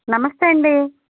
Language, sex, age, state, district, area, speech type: Telugu, female, 45-60, Andhra Pradesh, Krishna, rural, conversation